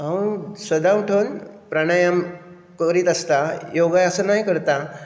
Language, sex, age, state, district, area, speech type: Goan Konkani, male, 60+, Goa, Bardez, urban, spontaneous